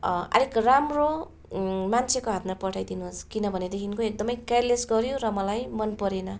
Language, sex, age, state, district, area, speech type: Nepali, female, 30-45, West Bengal, Darjeeling, rural, spontaneous